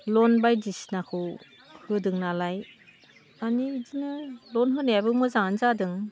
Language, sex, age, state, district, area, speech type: Bodo, female, 45-60, Assam, Udalguri, rural, spontaneous